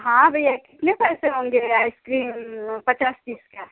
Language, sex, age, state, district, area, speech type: Hindi, female, 30-45, Uttar Pradesh, Ghazipur, rural, conversation